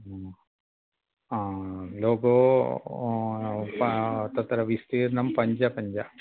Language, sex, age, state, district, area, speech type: Sanskrit, male, 45-60, Kerala, Thrissur, urban, conversation